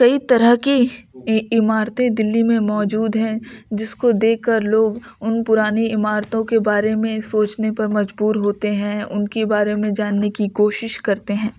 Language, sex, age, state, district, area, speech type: Urdu, female, 18-30, Uttar Pradesh, Ghaziabad, urban, spontaneous